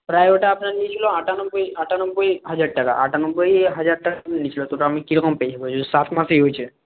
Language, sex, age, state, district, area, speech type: Bengali, male, 18-30, West Bengal, Paschim Bardhaman, rural, conversation